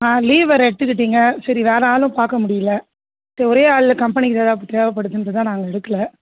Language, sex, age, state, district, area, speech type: Tamil, female, 30-45, Tamil Nadu, Tiruvallur, urban, conversation